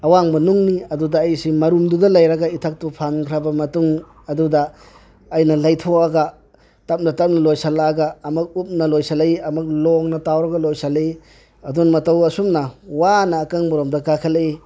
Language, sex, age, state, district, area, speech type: Manipuri, male, 60+, Manipur, Tengnoupal, rural, spontaneous